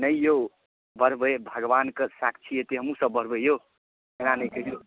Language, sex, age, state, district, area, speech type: Maithili, male, 18-30, Bihar, Darbhanga, rural, conversation